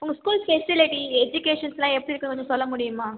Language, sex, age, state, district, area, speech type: Tamil, female, 30-45, Tamil Nadu, Cuddalore, rural, conversation